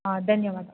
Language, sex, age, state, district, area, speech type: Kannada, female, 18-30, Karnataka, Tumkur, rural, conversation